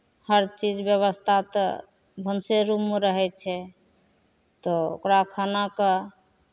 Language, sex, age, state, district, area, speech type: Maithili, female, 45-60, Bihar, Begusarai, rural, spontaneous